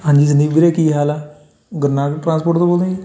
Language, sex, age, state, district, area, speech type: Punjabi, male, 18-30, Punjab, Fatehgarh Sahib, rural, spontaneous